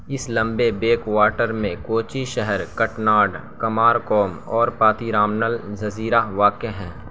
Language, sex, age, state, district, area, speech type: Urdu, male, 18-30, Bihar, Saharsa, rural, read